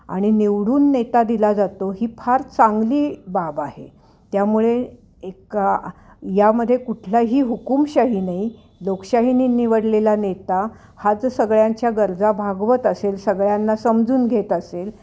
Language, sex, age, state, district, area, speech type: Marathi, female, 60+, Maharashtra, Ahmednagar, urban, spontaneous